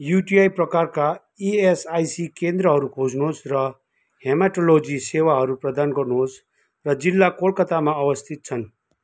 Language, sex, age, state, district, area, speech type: Nepali, male, 45-60, West Bengal, Kalimpong, rural, read